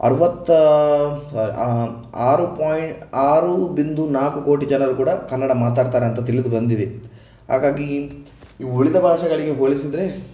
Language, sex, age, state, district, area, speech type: Kannada, male, 18-30, Karnataka, Shimoga, rural, spontaneous